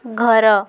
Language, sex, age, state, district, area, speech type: Odia, female, 18-30, Odisha, Subarnapur, urban, read